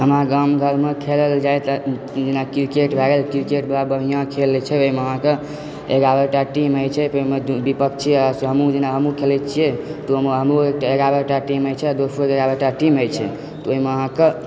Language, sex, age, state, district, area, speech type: Maithili, male, 18-30, Bihar, Supaul, rural, spontaneous